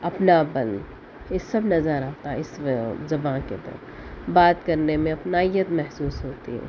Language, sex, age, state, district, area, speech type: Urdu, female, 30-45, Telangana, Hyderabad, urban, spontaneous